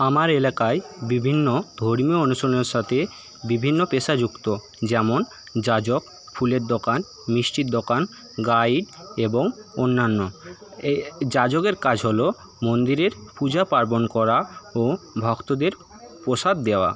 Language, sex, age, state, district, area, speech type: Bengali, male, 60+, West Bengal, Paschim Medinipur, rural, spontaneous